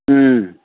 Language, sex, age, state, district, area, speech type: Manipuri, male, 60+, Manipur, Imphal East, rural, conversation